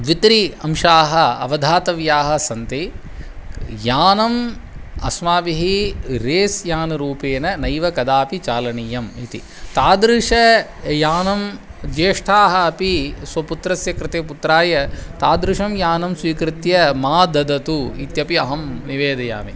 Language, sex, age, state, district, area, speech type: Sanskrit, male, 45-60, Tamil Nadu, Kanchipuram, urban, spontaneous